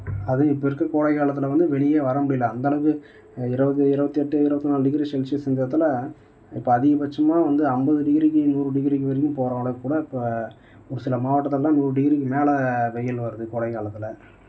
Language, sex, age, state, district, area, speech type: Tamil, male, 18-30, Tamil Nadu, Tiruvannamalai, urban, spontaneous